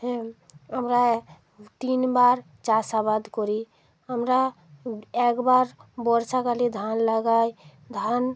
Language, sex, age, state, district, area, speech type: Bengali, female, 45-60, West Bengal, North 24 Parganas, rural, spontaneous